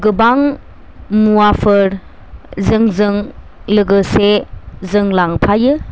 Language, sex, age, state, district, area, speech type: Bodo, female, 45-60, Assam, Chirang, rural, spontaneous